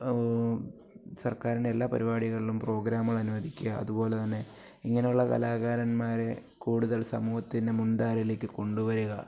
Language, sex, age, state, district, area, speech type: Malayalam, male, 18-30, Kerala, Alappuzha, rural, spontaneous